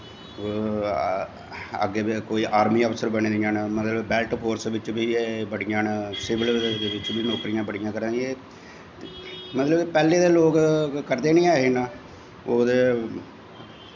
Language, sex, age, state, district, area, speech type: Dogri, male, 45-60, Jammu and Kashmir, Jammu, urban, spontaneous